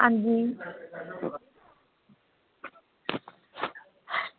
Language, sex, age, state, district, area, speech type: Dogri, female, 30-45, Jammu and Kashmir, Samba, rural, conversation